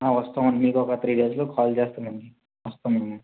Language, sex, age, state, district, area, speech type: Telugu, male, 45-60, Andhra Pradesh, Vizianagaram, rural, conversation